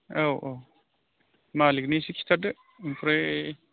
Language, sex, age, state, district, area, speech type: Bodo, male, 30-45, Assam, Udalguri, rural, conversation